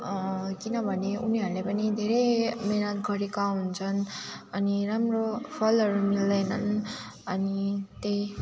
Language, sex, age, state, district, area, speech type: Nepali, female, 18-30, West Bengal, Jalpaiguri, rural, spontaneous